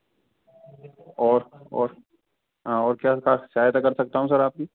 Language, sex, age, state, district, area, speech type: Hindi, male, 30-45, Rajasthan, Karauli, rural, conversation